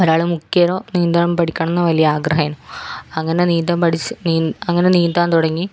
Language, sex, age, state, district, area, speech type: Malayalam, female, 30-45, Kerala, Kannur, rural, spontaneous